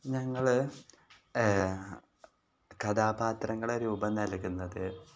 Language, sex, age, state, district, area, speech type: Malayalam, male, 18-30, Kerala, Kozhikode, rural, spontaneous